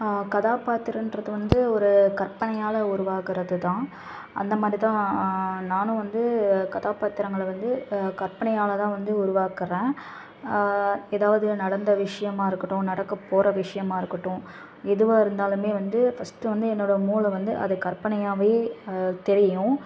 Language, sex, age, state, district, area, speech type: Tamil, female, 18-30, Tamil Nadu, Tirunelveli, rural, spontaneous